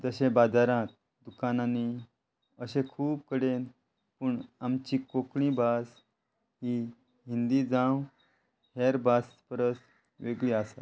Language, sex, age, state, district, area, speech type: Goan Konkani, male, 30-45, Goa, Quepem, rural, spontaneous